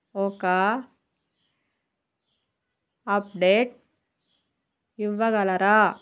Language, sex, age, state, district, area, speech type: Telugu, female, 30-45, Telangana, Warangal, rural, read